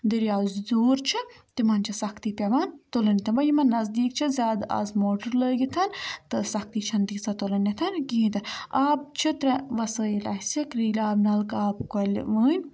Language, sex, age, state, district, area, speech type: Kashmiri, female, 18-30, Jammu and Kashmir, Budgam, rural, spontaneous